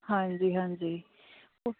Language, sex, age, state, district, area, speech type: Punjabi, female, 30-45, Punjab, Kapurthala, urban, conversation